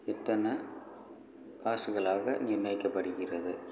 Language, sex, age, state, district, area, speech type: Tamil, male, 45-60, Tamil Nadu, Namakkal, rural, spontaneous